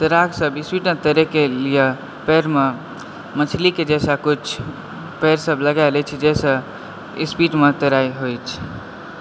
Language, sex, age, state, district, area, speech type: Maithili, male, 18-30, Bihar, Supaul, rural, spontaneous